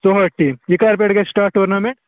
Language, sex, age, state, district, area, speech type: Kashmiri, male, 18-30, Jammu and Kashmir, Kulgam, rural, conversation